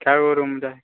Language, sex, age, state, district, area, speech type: Maithili, male, 18-30, Bihar, Muzaffarpur, rural, conversation